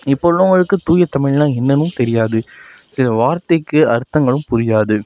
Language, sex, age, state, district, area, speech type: Tamil, male, 18-30, Tamil Nadu, Nagapattinam, rural, spontaneous